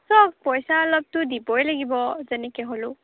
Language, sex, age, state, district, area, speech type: Assamese, female, 18-30, Assam, Golaghat, urban, conversation